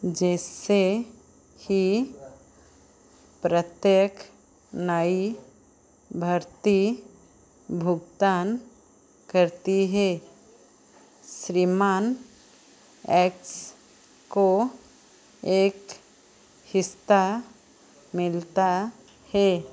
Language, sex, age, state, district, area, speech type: Hindi, female, 45-60, Madhya Pradesh, Chhindwara, rural, read